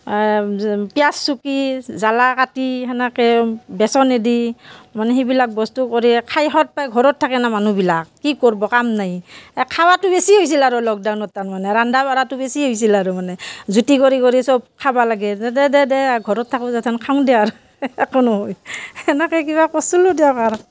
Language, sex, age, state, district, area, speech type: Assamese, female, 45-60, Assam, Barpeta, rural, spontaneous